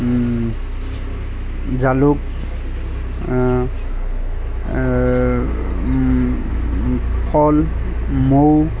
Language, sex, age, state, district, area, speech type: Assamese, male, 30-45, Assam, Barpeta, rural, spontaneous